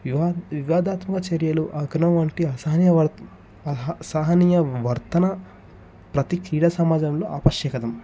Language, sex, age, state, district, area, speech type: Telugu, male, 18-30, Telangana, Ranga Reddy, urban, spontaneous